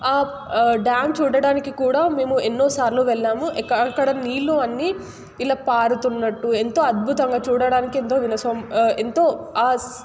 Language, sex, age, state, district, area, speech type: Telugu, female, 18-30, Telangana, Nalgonda, urban, spontaneous